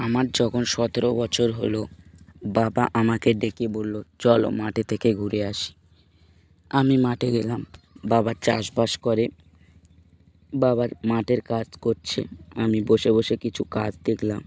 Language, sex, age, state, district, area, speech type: Bengali, male, 18-30, West Bengal, Dakshin Dinajpur, urban, spontaneous